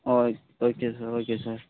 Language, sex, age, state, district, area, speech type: Tamil, male, 18-30, Tamil Nadu, Perambalur, rural, conversation